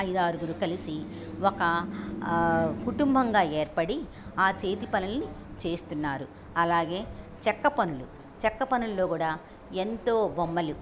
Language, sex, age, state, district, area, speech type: Telugu, female, 60+, Andhra Pradesh, Bapatla, urban, spontaneous